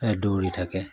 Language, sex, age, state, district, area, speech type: Assamese, male, 45-60, Assam, Majuli, rural, spontaneous